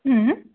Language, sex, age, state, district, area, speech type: Kannada, female, 30-45, Karnataka, Bangalore Urban, rural, conversation